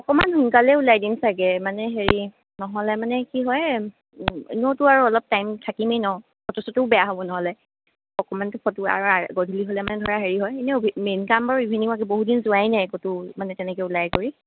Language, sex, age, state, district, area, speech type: Assamese, female, 45-60, Assam, Nagaon, rural, conversation